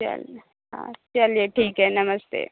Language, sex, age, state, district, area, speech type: Hindi, female, 30-45, Uttar Pradesh, Lucknow, rural, conversation